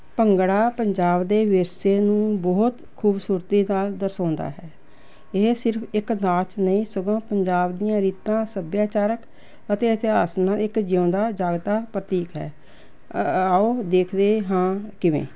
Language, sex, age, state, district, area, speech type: Punjabi, female, 60+, Punjab, Jalandhar, urban, spontaneous